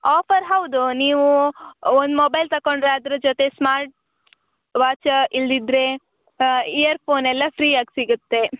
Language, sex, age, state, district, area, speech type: Kannada, female, 18-30, Karnataka, Udupi, rural, conversation